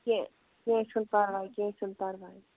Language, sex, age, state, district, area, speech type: Kashmiri, female, 45-60, Jammu and Kashmir, Anantnag, rural, conversation